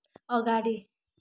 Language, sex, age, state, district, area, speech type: Nepali, female, 30-45, West Bengal, Darjeeling, rural, read